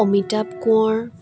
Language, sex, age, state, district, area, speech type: Assamese, female, 18-30, Assam, Dibrugarh, urban, spontaneous